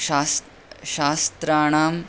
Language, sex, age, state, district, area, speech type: Sanskrit, male, 18-30, Karnataka, Bangalore Urban, rural, spontaneous